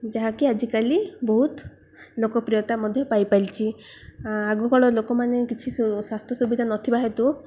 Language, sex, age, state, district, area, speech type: Odia, female, 18-30, Odisha, Koraput, urban, spontaneous